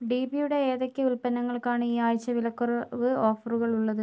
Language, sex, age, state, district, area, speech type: Malayalam, female, 30-45, Kerala, Kozhikode, urban, read